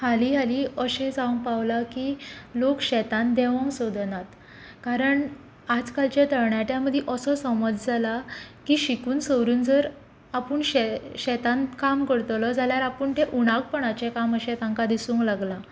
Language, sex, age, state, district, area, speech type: Goan Konkani, female, 18-30, Goa, Quepem, rural, spontaneous